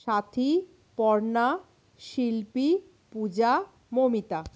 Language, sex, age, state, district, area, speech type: Bengali, female, 30-45, West Bengal, Paschim Bardhaman, urban, spontaneous